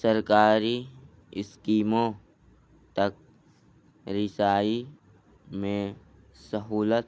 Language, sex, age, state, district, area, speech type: Urdu, male, 18-30, Delhi, North East Delhi, rural, spontaneous